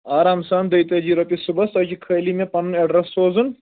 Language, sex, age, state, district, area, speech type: Kashmiri, male, 18-30, Jammu and Kashmir, Kulgam, urban, conversation